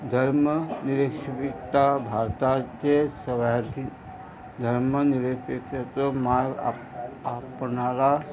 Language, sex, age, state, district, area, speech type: Goan Konkani, male, 45-60, Goa, Murmgao, rural, spontaneous